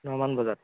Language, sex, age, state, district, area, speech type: Assamese, male, 18-30, Assam, Dhemaji, urban, conversation